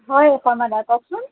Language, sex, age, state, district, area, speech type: Assamese, female, 45-60, Assam, Sonitpur, rural, conversation